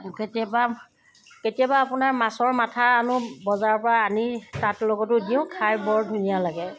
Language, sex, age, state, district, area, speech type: Assamese, female, 30-45, Assam, Sivasagar, rural, spontaneous